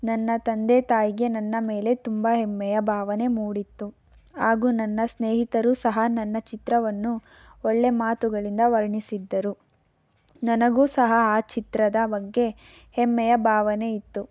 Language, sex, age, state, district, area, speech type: Kannada, female, 18-30, Karnataka, Davanagere, rural, spontaneous